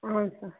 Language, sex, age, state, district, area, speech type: Kannada, female, 45-60, Karnataka, Chitradurga, rural, conversation